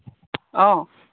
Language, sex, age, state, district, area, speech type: Assamese, female, 45-60, Assam, Dibrugarh, rural, conversation